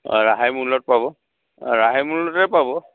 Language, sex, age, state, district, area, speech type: Assamese, male, 45-60, Assam, Dhemaji, rural, conversation